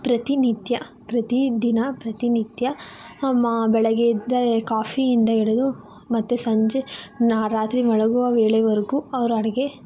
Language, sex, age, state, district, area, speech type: Kannada, female, 45-60, Karnataka, Chikkaballapur, rural, spontaneous